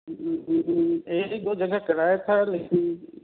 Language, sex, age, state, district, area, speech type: Urdu, male, 30-45, Delhi, South Delhi, urban, conversation